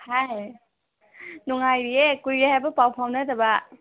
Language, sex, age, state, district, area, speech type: Manipuri, female, 18-30, Manipur, Senapati, rural, conversation